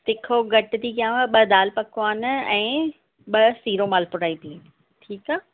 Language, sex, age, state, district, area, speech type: Sindhi, female, 30-45, Maharashtra, Thane, urban, conversation